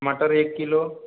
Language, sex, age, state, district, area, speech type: Hindi, male, 18-30, Madhya Pradesh, Balaghat, rural, conversation